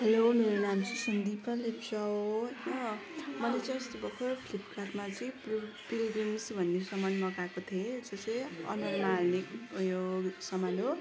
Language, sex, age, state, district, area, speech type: Nepali, female, 18-30, West Bengal, Kalimpong, rural, spontaneous